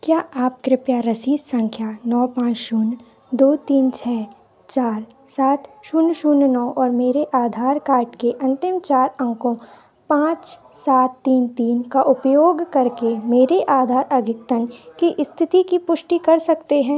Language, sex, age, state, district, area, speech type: Hindi, female, 18-30, Madhya Pradesh, Narsinghpur, rural, read